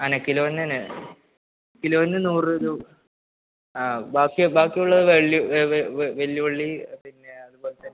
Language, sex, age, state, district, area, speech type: Malayalam, male, 18-30, Kerala, Malappuram, rural, conversation